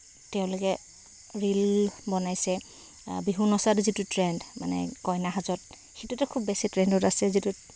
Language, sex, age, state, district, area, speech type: Assamese, female, 18-30, Assam, Lakhimpur, rural, spontaneous